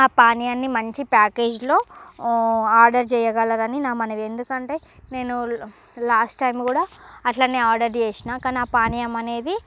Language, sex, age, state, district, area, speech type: Telugu, female, 45-60, Andhra Pradesh, Srikakulam, rural, spontaneous